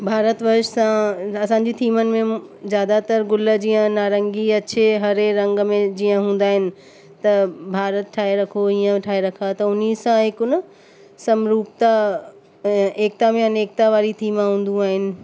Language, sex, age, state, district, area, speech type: Sindhi, female, 30-45, Uttar Pradesh, Lucknow, urban, spontaneous